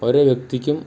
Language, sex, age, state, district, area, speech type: Malayalam, male, 18-30, Kerala, Wayanad, rural, spontaneous